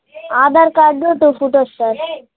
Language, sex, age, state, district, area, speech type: Telugu, male, 18-30, Andhra Pradesh, Srikakulam, urban, conversation